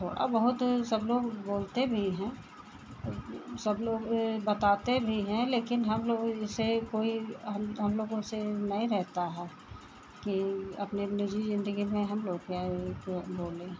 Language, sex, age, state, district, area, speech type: Hindi, female, 60+, Uttar Pradesh, Lucknow, rural, spontaneous